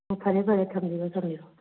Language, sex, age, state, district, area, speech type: Manipuri, female, 45-60, Manipur, Kakching, rural, conversation